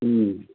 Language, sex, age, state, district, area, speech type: Manipuri, male, 60+, Manipur, Thoubal, rural, conversation